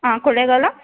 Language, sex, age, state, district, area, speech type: Kannada, female, 18-30, Karnataka, Chamarajanagar, rural, conversation